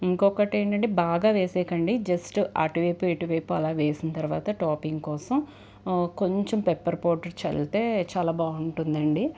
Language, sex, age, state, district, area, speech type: Telugu, female, 45-60, Andhra Pradesh, Guntur, urban, spontaneous